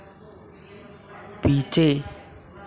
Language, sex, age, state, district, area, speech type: Hindi, male, 18-30, Madhya Pradesh, Harda, rural, read